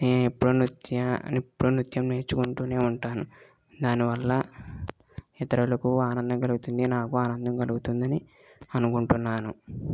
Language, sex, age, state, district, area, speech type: Telugu, female, 18-30, Andhra Pradesh, West Godavari, rural, spontaneous